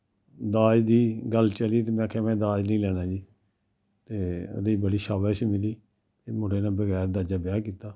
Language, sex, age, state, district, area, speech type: Dogri, male, 60+, Jammu and Kashmir, Samba, rural, spontaneous